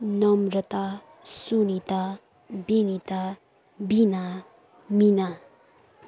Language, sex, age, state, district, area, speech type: Nepali, female, 30-45, West Bengal, Kalimpong, rural, spontaneous